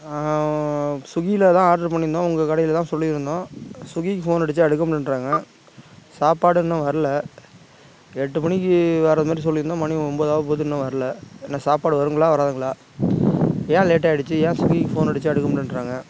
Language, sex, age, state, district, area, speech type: Tamil, male, 30-45, Tamil Nadu, Tiruchirappalli, rural, spontaneous